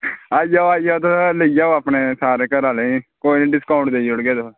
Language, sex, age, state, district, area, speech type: Dogri, male, 18-30, Jammu and Kashmir, Kathua, rural, conversation